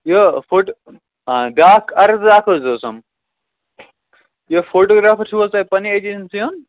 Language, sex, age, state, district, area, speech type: Kashmiri, male, 18-30, Jammu and Kashmir, Kupwara, rural, conversation